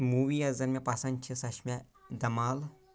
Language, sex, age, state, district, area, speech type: Kashmiri, male, 18-30, Jammu and Kashmir, Anantnag, rural, spontaneous